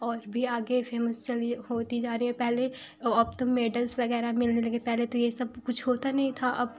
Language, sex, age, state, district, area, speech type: Hindi, female, 18-30, Uttar Pradesh, Prayagraj, urban, spontaneous